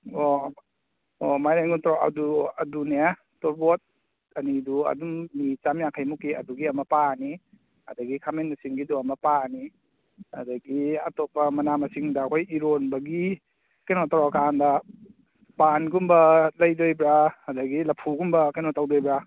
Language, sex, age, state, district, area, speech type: Manipuri, male, 30-45, Manipur, Kakching, rural, conversation